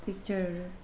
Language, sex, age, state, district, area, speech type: Nepali, female, 18-30, West Bengal, Alipurduar, urban, spontaneous